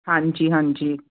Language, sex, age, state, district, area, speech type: Punjabi, female, 45-60, Punjab, Fazilka, rural, conversation